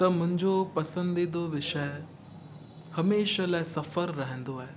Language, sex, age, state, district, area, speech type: Sindhi, male, 18-30, Gujarat, Kutch, urban, spontaneous